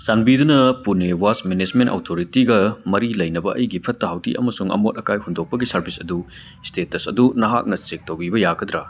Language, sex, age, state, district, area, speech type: Manipuri, male, 30-45, Manipur, Churachandpur, rural, read